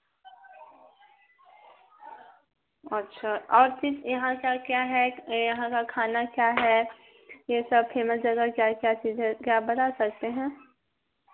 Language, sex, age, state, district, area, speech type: Hindi, female, 18-30, Bihar, Vaishali, rural, conversation